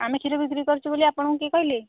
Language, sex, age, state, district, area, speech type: Odia, female, 30-45, Odisha, Kendujhar, urban, conversation